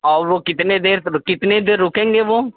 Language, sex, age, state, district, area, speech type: Urdu, male, 18-30, Bihar, Saharsa, rural, conversation